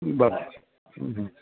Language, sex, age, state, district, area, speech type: Gujarati, male, 60+, Gujarat, Narmada, urban, conversation